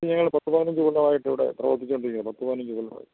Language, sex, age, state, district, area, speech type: Malayalam, male, 60+, Kerala, Kottayam, urban, conversation